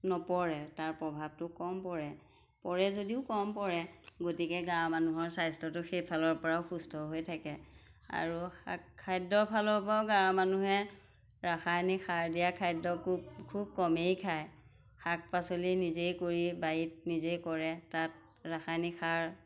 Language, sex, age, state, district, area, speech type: Assamese, female, 45-60, Assam, Majuli, rural, spontaneous